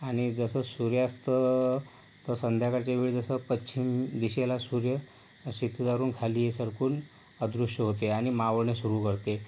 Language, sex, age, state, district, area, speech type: Marathi, male, 18-30, Maharashtra, Yavatmal, rural, spontaneous